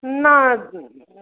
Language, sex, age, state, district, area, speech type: Bengali, female, 45-60, West Bengal, Paschim Bardhaman, rural, conversation